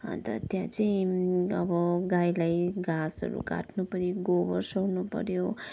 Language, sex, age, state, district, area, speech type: Nepali, male, 60+, West Bengal, Kalimpong, rural, spontaneous